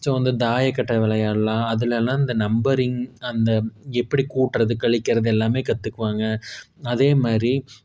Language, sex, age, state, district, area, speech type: Tamil, male, 30-45, Tamil Nadu, Tiruppur, rural, spontaneous